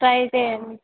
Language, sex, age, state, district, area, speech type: Telugu, female, 18-30, Telangana, Ranga Reddy, urban, conversation